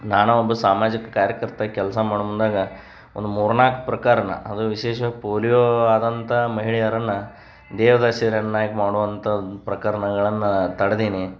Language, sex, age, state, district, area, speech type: Kannada, male, 30-45, Karnataka, Koppal, rural, spontaneous